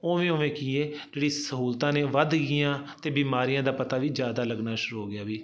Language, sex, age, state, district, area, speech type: Punjabi, male, 30-45, Punjab, Fazilka, urban, spontaneous